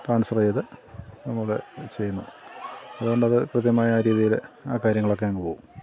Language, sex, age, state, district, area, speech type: Malayalam, male, 45-60, Kerala, Kottayam, rural, spontaneous